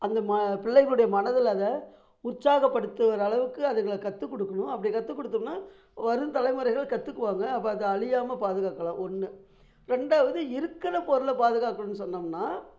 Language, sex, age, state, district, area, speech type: Tamil, female, 60+, Tamil Nadu, Namakkal, rural, spontaneous